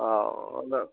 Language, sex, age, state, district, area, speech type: Sindhi, male, 60+, Delhi, South Delhi, urban, conversation